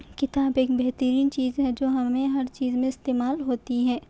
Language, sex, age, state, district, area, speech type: Urdu, female, 18-30, Telangana, Hyderabad, urban, spontaneous